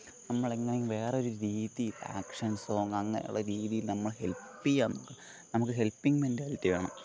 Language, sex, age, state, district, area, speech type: Malayalam, male, 18-30, Kerala, Thiruvananthapuram, rural, spontaneous